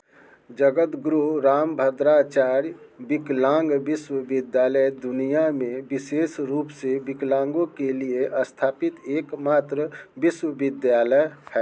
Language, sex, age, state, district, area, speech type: Hindi, male, 45-60, Bihar, Muzaffarpur, rural, read